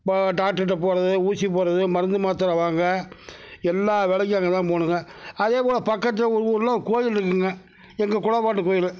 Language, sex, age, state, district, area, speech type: Tamil, male, 60+, Tamil Nadu, Mayiladuthurai, urban, spontaneous